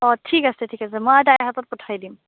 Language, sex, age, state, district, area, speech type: Assamese, female, 18-30, Assam, Morigaon, rural, conversation